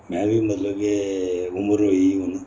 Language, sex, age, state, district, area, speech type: Dogri, male, 60+, Jammu and Kashmir, Reasi, urban, spontaneous